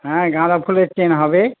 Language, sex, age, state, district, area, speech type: Bengali, male, 60+, West Bengal, Hooghly, rural, conversation